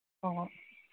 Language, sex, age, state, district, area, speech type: Manipuri, female, 45-60, Manipur, Kangpokpi, urban, conversation